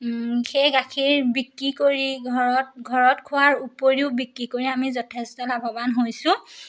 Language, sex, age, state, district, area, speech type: Assamese, female, 18-30, Assam, Majuli, urban, spontaneous